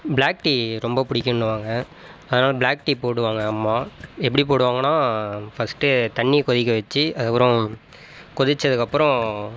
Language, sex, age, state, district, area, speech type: Tamil, male, 30-45, Tamil Nadu, Viluppuram, rural, spontaneous